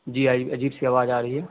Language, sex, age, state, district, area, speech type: Urdu, male, 18-30, Bihar, Saharsa, rural, conversation